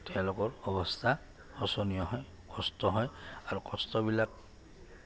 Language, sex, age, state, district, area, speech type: Assamese, male, 60+, Assam, Goalpara, urban, spontaneous